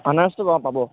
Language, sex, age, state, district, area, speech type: Assamese, male, 30-45, Assam, Nagaon, rural, conversation